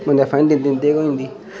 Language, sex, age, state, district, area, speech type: Dogri, male, 18-30, Jammu and Kashmir, Udhampur, rural, spontaneous